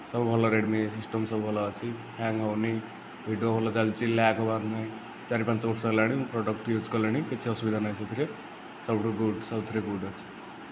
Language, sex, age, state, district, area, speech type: Odia, male, 18-30, Odisha, Nayagarh, rural, spontaneous